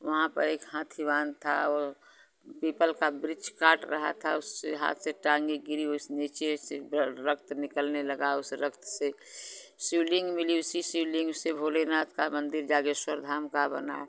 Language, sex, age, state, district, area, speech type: Hindi, female, 60+, Uttar Pradesh, Chandauli, rural, spontaneous